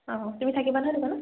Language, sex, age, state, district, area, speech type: Assamese, female, 45-60, Assam, Biswanath, rural, conversation